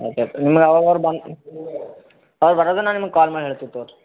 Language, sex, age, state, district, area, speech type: Kannada, male, 18-30, Karnataka, Gulbarga, urban, conversation